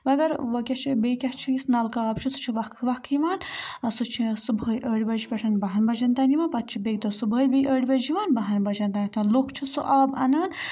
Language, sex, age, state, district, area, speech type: Kashmiri, female, 18-30, Jammu and Kashmir, Budgam, rural, spontaneous